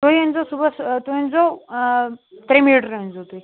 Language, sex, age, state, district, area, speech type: Kashmiri, male, 18-30, Jammu and Kashmir, Kupwara, rural, conversation